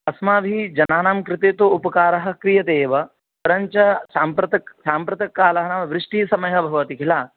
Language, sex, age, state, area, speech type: Sanskrit, male, 18-30, Rajasthan, rural, conversation